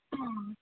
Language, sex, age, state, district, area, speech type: Kannada, female, 18-30, Karnataka, Shimoga, rural, conversation